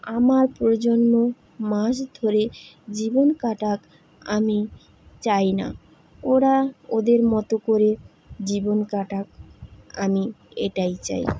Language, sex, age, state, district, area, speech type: Bengali, female, 18-30, West Bengal, Howrah, urban, spontaneous